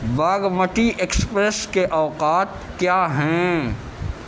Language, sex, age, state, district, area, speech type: Urdu, male, 30-45, Delhi, Central Delhi, urban, read